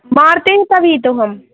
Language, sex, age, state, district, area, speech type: Hindi, female, 18-30, Madhya Pradesh, Seoni, urban, conversation